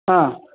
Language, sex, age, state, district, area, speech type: Sanskrit, male, 45-60, Karnataka, Vijayapura, urban, conversation